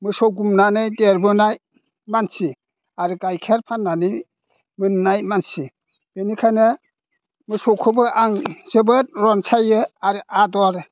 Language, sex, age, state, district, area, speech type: Bodo, male, 60+, Assam, Udalguri, rural, spontaneous